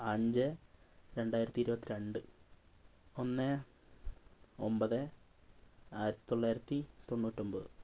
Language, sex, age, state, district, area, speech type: Malayalam, female, 18-30, Kerala, Wayanad, rural, spontaneous